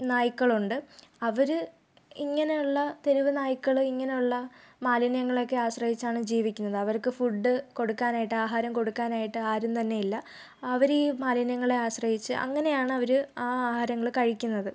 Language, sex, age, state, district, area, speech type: Malayalam, female, 18-30, Kerala, Thiruvananthapuram, rural, spontaneous